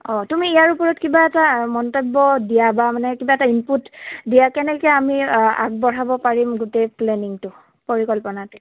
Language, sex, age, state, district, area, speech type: Assamese, female, 18-30, Assam, Goalpara, urban, conversation